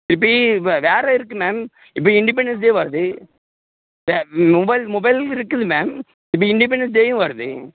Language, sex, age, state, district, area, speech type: Tamil, male, 30-45, Tamil Nadu, Tirunelveli, rural, conversation